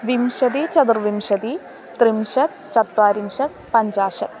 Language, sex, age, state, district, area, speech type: Sanskrit, female, 18-30, Kerala, Thrissur, rural, spontaneous